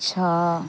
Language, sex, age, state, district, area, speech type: Odia, female, 30-45, Odisha, Kendrapara, urban, read